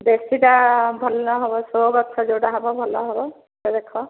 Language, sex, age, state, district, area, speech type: Odia, female, 45-60, Odisha, Dhenkanal, rural, conversation